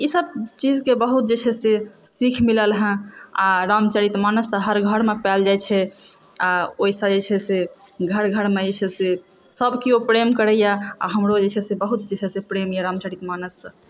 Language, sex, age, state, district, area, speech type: Maithili, female, 30-45, Bihar, Supaul, urban, spontaneous